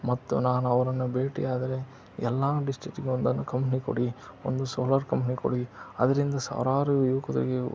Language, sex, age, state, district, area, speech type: Kannada, male, 45-60, Karnataka, Chitradurga, rural, spontaneous